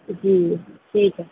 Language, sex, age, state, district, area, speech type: Urdu, female, 18-30, Telangana, Hyderabad, urban, conversation